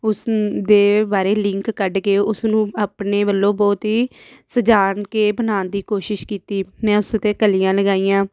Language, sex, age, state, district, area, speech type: Punjabi, female, 30-45, Punjab, Amritsar, urban, spontaneous